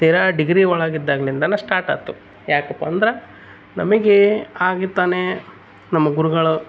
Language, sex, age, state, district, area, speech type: Kannada, male, 30-45, Karnataka, Vijayanagara, rural, spontaneous